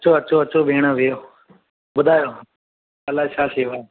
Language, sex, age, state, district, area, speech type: Sindhi, male, 30-45, Gujarat, Surat, urban, conversation